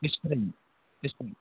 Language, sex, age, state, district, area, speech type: Tamil, male, 18-30, Tamil Nadu, Virudhunagar, urban, conversation